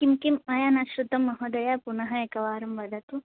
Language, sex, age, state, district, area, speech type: Sanskrit, other, 18-30, Andhra Pradesh, Chittoor, urban, conversation